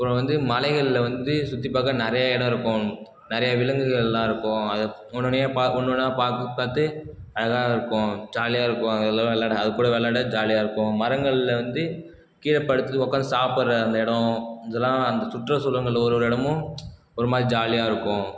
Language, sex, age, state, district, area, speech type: Tamil, male, 30-45, Tamil Nadu, Cuddalore, rural, spontaneous